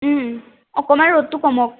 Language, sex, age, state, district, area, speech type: Assamese, female, 18-30, Assam, Jorhat, urban, conversation